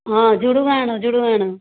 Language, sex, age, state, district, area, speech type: Odia, female, 60+, Odisha, Khordha, rural, conversation